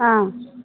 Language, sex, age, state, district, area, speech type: Tamil, female, 30-45, Tamil Nadu, Tirupattur, rural, conversation